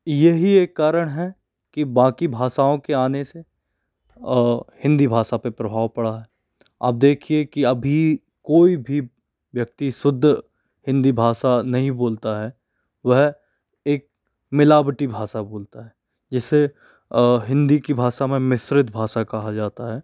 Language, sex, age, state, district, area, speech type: Hindi, male, 45-60, Madhya Pradesh, Bhopal, urban, spontaneous